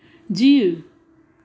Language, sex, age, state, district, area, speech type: Sindhi, female, 30-45, Gujarat, Surat, urban, read